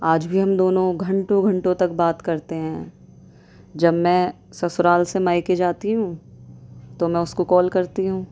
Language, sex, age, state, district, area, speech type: Urdu, female, 30-45, Delhi, South Delhi, rural, spontaneous